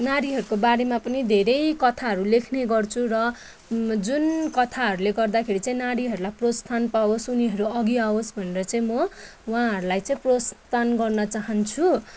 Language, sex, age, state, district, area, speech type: Nepali, female, 30-45, West Bengal, Jalpaiguri, urban, spontaneous